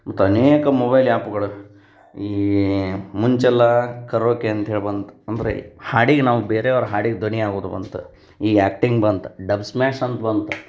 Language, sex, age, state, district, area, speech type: Kannada, male, 30-45, Karnataka, Koppal, rural, spontaneous